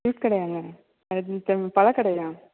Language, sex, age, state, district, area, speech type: Tamil, female, 45-60, Tamil Nadu, Thanjavur, rural, conversation